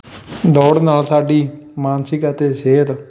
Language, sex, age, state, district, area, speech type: Punjabi, male, 18-30, Punjab, Fatehgarh Sahib, rural, spontaneous